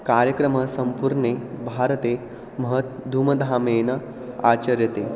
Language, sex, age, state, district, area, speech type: Sanskrit, male, 18-30, Maharashtra, Pune, urban, spontaneous